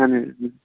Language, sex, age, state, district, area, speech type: Kashmiri, male, 18-30, Jammu and Kashmir, Baramulla, rural, conversation